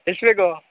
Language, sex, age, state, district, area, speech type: Kannada, male, 18-30, Karnataka, Mandya, rural, conversation